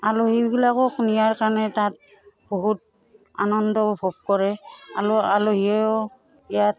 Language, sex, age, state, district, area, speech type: Assamese, female, 45-60, Assam, Udalguri, rural, spontaneous